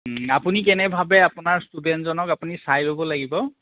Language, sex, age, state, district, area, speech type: Assamese, male, 45-60, Assam, Biswanath, rural, conversation